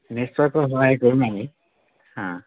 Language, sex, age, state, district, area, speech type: Assamese, male, 60+, Assam, Dhemaji, rural, conversation